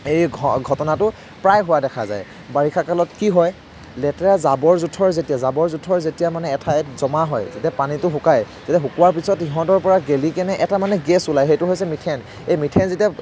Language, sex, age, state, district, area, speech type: Assamese, male, 18-30, Assam, Kamrup Metropolitan, urban, spontaneous